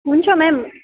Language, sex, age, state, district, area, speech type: Nepali, female, 18-30, West Bengal, Darjeeling, rural, conversation